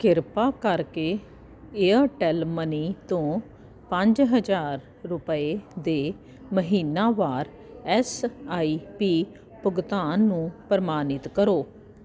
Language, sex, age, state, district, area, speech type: Punjabi, female, 45-60, Punjab, Jalandhar, urban, read